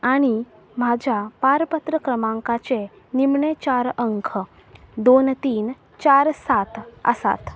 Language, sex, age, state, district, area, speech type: Goan Konkani, female, 18-30, Goa, Quepem, rural, read